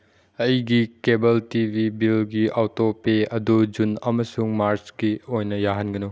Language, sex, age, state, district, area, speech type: Manipuri, male, 18-30, Manipur, Chandel, rural, read